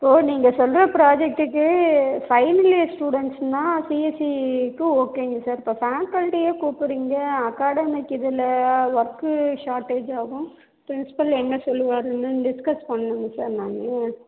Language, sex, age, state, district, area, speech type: Tamil, female, 30-45, Tamil Nadu, Salem, rural, conversation